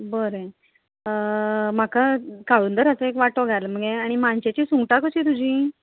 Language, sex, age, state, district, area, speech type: Goan Konkani, female, 30-45, Goa, Bardez, urban, conversation